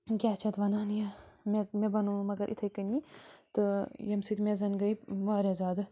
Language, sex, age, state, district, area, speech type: Kashmiri, female, 30-45, Jammu and Kashmir, Bandipora, rural, spontaneous